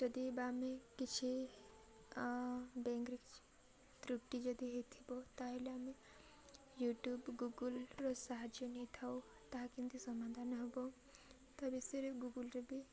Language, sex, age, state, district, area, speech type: Odia, female, 18-30, Odisha, Koraput, urban, spontaneous